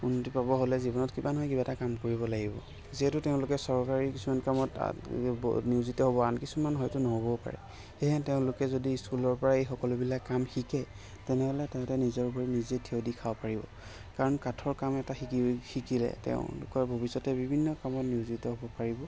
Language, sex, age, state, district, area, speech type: Assamese, male, 30-45, Assam, Biswanath, rural, spontaneous